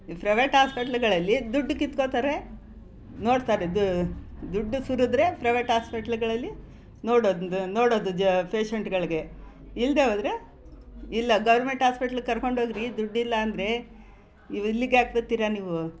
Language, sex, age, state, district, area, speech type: Kannada, female, 60+, Karnataka, Mysore, rural, spontaneous